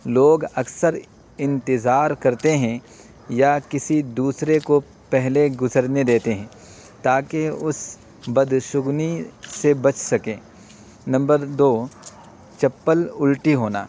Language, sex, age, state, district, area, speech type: Urdu, male, 30-45, Uttar Pradesh, Muzaffarnagar, urban, spontaneous